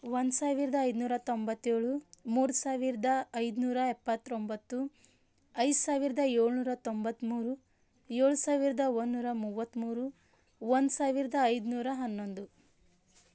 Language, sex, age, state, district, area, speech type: Kannada, female, 30-45, Karnataka, Bidar, rural, spontaneous